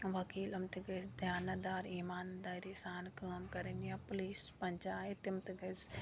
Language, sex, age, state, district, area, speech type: Kashmiri, female, 18-30, Jammu and Kashmir, Bandipora, rural, spontaneous